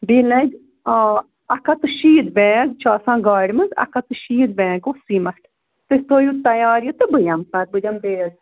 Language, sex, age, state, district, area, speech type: Kashmiri, female, 30-45, Jammu and Kashmir, Bandipora, rural, conversation